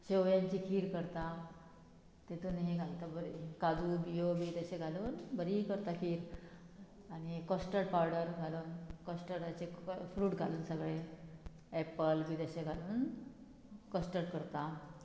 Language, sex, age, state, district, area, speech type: Goan Konkani, female, 45-60, Goa, Murmgao, rural, spontaneous